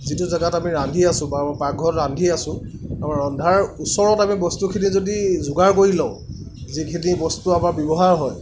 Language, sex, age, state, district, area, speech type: Assamese, male, 30-45, Assam, Lakhimpur, rural, spontaneous